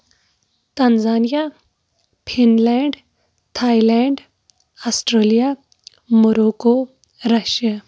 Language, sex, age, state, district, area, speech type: Kashmiri, female, 30-45, Jammu and Kashmir, Shopian, rural, spontaneous